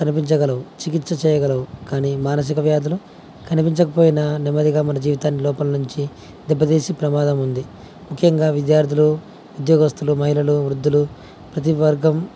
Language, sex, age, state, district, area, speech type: Telugu, male, 18-30, Andhra Pradesh, Nandyal, urban, spontaneous